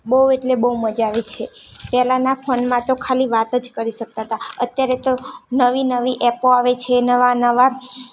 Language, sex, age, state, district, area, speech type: Gujarati, female, 18-30, Gujarat, Ahmedabad, urban, spontaneous